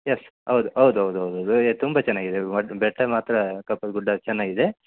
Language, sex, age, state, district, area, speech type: Kannada, male, 30-45, Karnataka, Koppal, rural, conversation